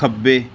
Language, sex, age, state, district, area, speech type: Punjabi, male, 30-45, Punjab, Gurdaspur, rural, read